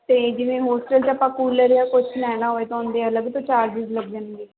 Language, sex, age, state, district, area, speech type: Punjabi, female, 18-30, Punjab, Mansa, urban, conversation